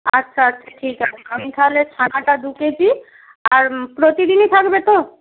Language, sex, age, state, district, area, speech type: Bengali, female, 45-60, West Bengal, Jalpaiguri, rural, conversation